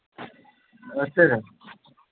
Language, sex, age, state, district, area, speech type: Hindi, male, 45-60, Uttar Pradesh, Ayodhya, rural, conversation